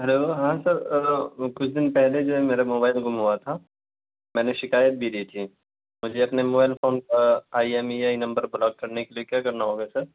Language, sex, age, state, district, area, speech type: Urdu, male, 18-30, Delhi, South Delhi, rural, conversation